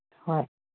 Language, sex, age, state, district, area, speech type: Manipuri, female, 60+, Manipur, Kangpokpi, urban, conversation